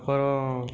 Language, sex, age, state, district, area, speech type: Tamil, male, 18-30, Tamil Nadu, Krishnagiri, rural, spontaneous